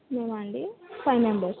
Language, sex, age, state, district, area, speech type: Telugu, female, 30-45, Andhra Pradesh, Kakinada, rural, conversation